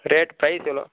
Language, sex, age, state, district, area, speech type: Tamil, male, 18-30, Tamil Nadu, Kallakurichi, rural, conversation